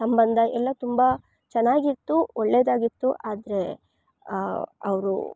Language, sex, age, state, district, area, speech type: Kannada, female, 18-30, Karnataka, Chikkamagaluru, rural, spontaneous